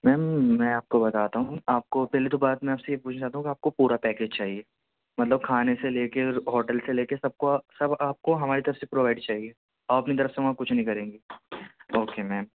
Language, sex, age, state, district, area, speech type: Urdu, male, 30-45, Delhi, Central Delhi, urban, conversation